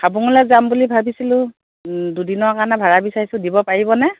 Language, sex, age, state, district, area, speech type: Assamese, female, 45-60, Assam, Dhemaji, urban, conversation